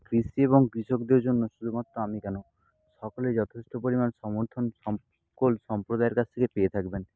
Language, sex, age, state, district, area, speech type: Bengali, male, 30-45, West Bengal, Nadia, rural, spontaneous